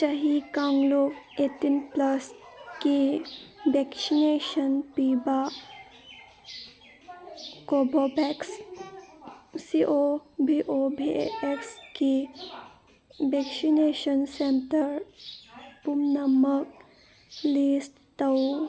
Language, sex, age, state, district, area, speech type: Manipuri, female, 30-45, Manipur, Senapati, rural, read